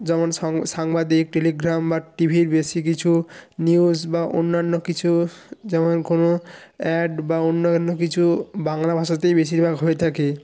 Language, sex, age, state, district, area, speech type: Bengali, male, 30-45, West Bengal, Jalpaiguri, rural, spontaneous